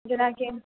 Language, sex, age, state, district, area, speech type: Maithili, female, 18-30, Bihar, Supaul, urban, conversation